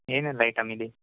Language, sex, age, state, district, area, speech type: Kannada, male, 18-30, Karnataka, Udupi, rural, conversation